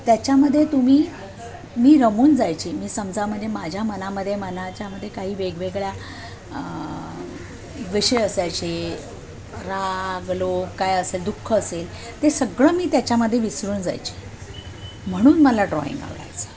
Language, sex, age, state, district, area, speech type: Marathi, female, 60+, Maharashtra, Thane, urban, spontaneous